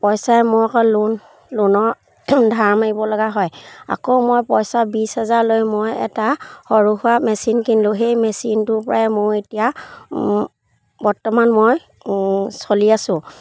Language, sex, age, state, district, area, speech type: Assamese, female, 30-45, Assam, Charaideo, rural, spontaneous